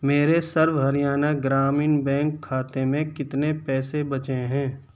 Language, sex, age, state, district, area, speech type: Urdu, male, 30-45, Delhi, Central Delhi, urban, read